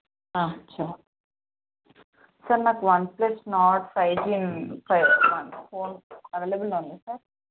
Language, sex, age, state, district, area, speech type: Telugu, female, 30-45, Telangana, Vikarabad, urban, conversation